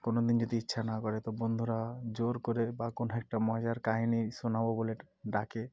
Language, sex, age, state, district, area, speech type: Bengali, male, 18-30, West Bengal, Murshidabad, urban, spontaneous